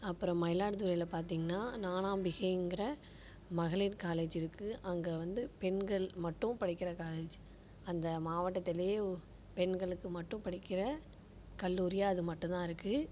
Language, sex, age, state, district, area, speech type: Tamil, female, 45-60, Tamil Nadu, Mayiladuthurai, rural, spontaneous